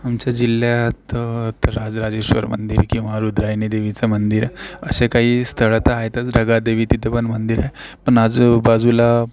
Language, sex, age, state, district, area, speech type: Marathi, male, 18-30, Maharashtra, Akola, rural, spontaneous